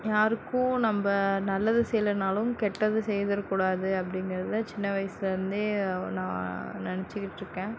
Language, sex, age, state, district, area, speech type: Tamil, female, 45-60, Tamil Nadu, Mayiladuthurai, urban, spontaneous